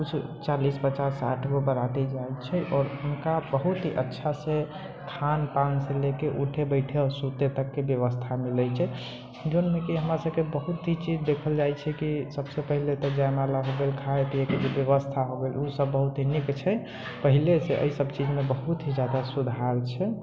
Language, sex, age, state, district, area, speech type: Maithili, male, 30-45, Bihar, Sitamarhi, rural, read